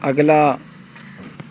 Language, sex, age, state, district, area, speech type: Punjabi, male, 18-30, Punjab, Shaheed Bhagat Singh Nagar, rural, read